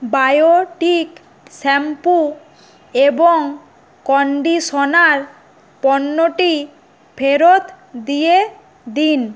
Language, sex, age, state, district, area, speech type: Bengali, female, 60+, West Bengal, Nadia, rural, read